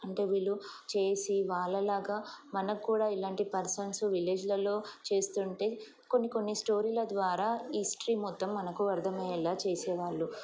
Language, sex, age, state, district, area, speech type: Telugu, female, 30-45, Telangana, Ranga Reddy, urban, spontaneous